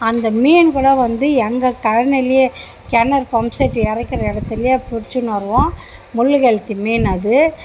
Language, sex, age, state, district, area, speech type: Tamil, female, 60+, Tamil Nadu, Mayiladuthurai, rural, spontaneous